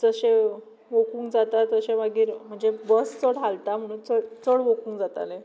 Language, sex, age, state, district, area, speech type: Goan Konkani, female, 18-30, Goa, Tiswadi, rural, spontaneous